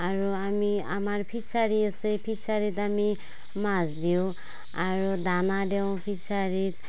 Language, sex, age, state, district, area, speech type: Assamese, female, 45-60, Assam, Darrang, rural, spontaneous